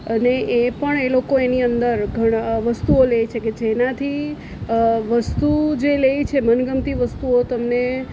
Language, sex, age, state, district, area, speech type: Gujarati, female, 30-45, Gujarat, Surat, urban, spontaneous